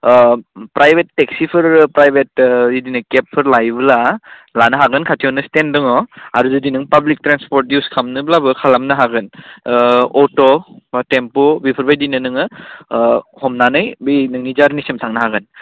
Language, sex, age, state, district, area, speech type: Bodo, male, 18-30, Assam, Udalguri, urban, conversation